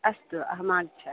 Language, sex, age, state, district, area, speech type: Sanskrit, female, 18-30, Kerala, Thrissur, urban, conversation